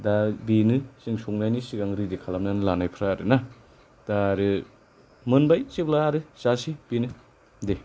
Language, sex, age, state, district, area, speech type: Bodo, male, 30-45, Assam, Kokrajhar, rural, spontaneous